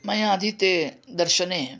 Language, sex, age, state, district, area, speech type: Sanskrit, male, 45-60, Karnataka, Dharwad, urban, spontaneous